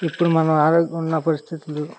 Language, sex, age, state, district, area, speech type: Telugu, male, 18-30, Andhra Pradesh, Guntur, rural, spontaneous